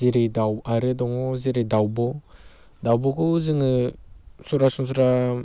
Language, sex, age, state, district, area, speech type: Bodo, male, 18-30, Assam, Baksa, rural, spontaneous